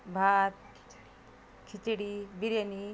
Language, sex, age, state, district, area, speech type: Marathi, other, 30-45, Maharashtra, Washim, rural, spontaneous